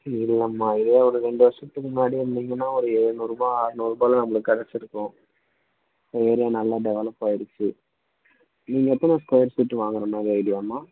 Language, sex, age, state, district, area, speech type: Tamil, male, 18-30, Tamil Nadu, Vellore, rural, conversation